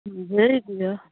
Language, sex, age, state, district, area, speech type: Maithili, female, 60+, Bihar, Araria, rural, conversation